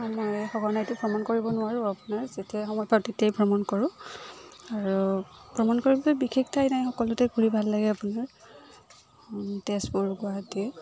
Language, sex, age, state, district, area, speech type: Assamese, female, 18-30, Assam, Udalguri, rural, spontaneous